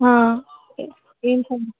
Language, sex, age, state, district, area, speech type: Telugu, female, 18-30, Telangana, Medak, urban, conversation